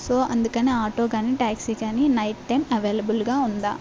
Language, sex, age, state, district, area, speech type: Telugu, female, 45-60, Andhra Pradesh, Kakinada, rural, spontaneous